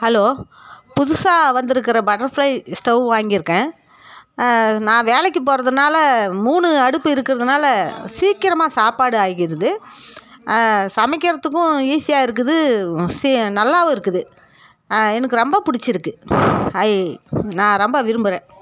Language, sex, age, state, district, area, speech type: Tamil, female, 45-60, Tamil Nadu, Dharmapuri, rural, spontaneous